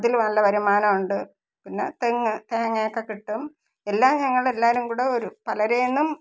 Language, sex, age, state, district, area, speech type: Malayalam, female, 45-60, Kerala, Thiruvananthapuram, rural, spontaneous